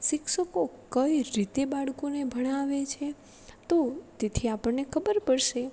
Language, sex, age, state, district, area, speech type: Gujarati, female, 18-30, Gujarat, Rajkot, rural, spontaneous